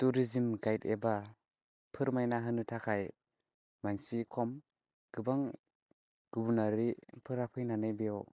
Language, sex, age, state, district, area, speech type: Bodo, male, 18-30, Assam, Baksa, rural, spontaneous